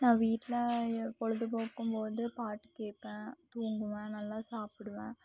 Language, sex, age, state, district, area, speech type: Tamil, female, 18-30, Tamil Nadu, Coimbatore, rural, spontaneous